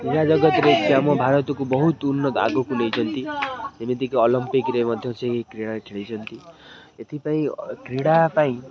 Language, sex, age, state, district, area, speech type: Odia, male, 18-30, Odisha, Kendrapara, urban, spontaneous